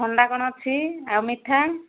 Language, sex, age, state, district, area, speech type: Odia, female, 45-60, Odisha, Angul, rural, conversation